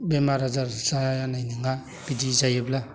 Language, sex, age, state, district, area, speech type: Bodo, male, 45-60, Assam, Baksa, urban, spontaneous